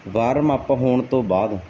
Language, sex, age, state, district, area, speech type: Punjabi, male, 30-45, Punjab, Mansa, rural, spontaneous